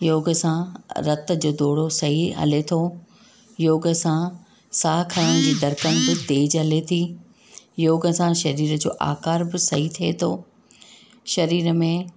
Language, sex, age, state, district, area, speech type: Sindhi, female, 45-60, Rajasthan, Ajmer, urban, spontaneous